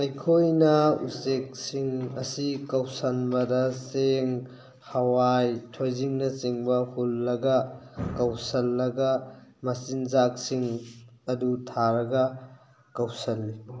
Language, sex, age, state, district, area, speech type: Manipuri, male, 18-30, Manipur, Thoubal, rural, spontaneous